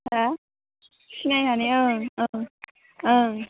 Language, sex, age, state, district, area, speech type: Bodo, female, 18-30, Assam, Baksa, rural, conversation